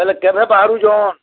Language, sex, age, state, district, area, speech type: Odia, male, 60+, Odisha, Bargarh, urban, conversation